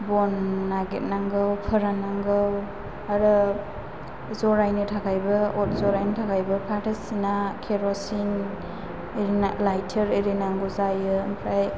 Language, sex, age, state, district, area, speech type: Bodo, female, 18-30, Assam, Chirang, rural, spontaneous